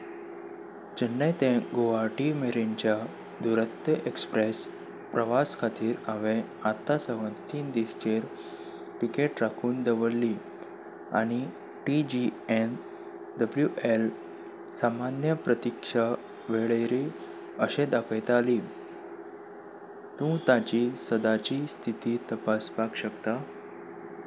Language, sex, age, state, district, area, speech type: Goan Konkani, male, 18-30, Goa, Salcete, urban, read